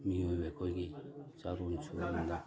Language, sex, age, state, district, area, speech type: Manipuri, male, 60+, Manipur, Imphal East, urban, spontaneous